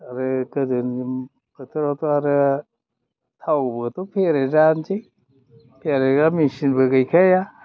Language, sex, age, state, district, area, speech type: Bodo, male, 60+, Assam, Udalguri, rural, spontaneous